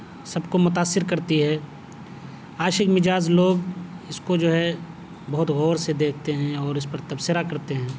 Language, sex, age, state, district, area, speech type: Urdu, male, 30-45, Delhi, South Delhi, urban, spontaneous